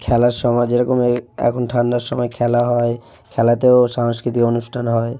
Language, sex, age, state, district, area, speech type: Bengali, male, 30-45, West Bengal, South 24 Parganas, rural, spontaneous